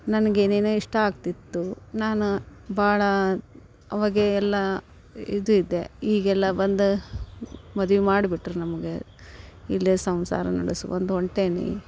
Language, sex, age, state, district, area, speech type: Kannada, female, 30-45, Karnataka, Dharwad, rural, spontaneous